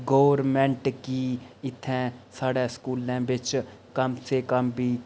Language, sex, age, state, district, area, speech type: Dogri, male, 30-45, Jammu and Kashmir, Reasi, rural, spontaneous